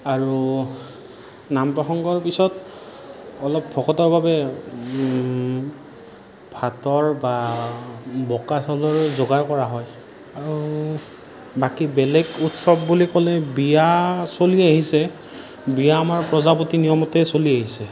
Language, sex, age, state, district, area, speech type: Assamese, male, 18-30, Assam, Nalbari, rural, spontaneous